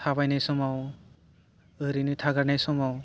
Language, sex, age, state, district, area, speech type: Bodo, male, 18-30, Assam, Udalguri, urban, spontaneous